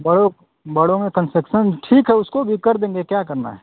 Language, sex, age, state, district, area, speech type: Hindi, male, 18-30, Uttar Pradesh, Azamgarh, rural, conversation